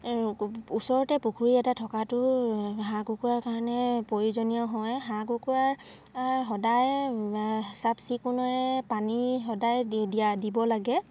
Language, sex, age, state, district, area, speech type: Assamese, female, 45-60, Assam, Dibrugarh, rural, spontaneous